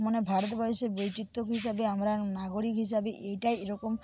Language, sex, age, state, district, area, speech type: Bengali, female, 45-60, West Bengal, Paschim Medinipur, rural, spontaneous